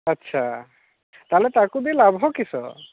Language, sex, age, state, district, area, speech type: Odia, male, 18-30, Odisha, Mayurbhanj, rural, conversation